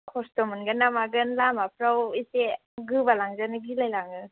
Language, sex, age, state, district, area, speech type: Bodo, female, 18-30, Assam, Kokrajhar, rural, conversation